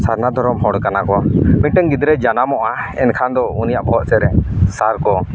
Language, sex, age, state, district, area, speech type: Santali, male, 30-45, Jharkhand, East Singhbhum, rural, spontaneous